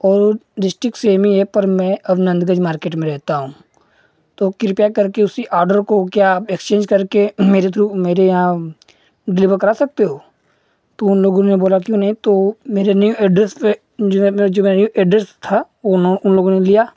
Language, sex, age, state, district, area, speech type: Hindi, male, 18-30, Uttar Pradesh, Ghazipur, urban, spontaneous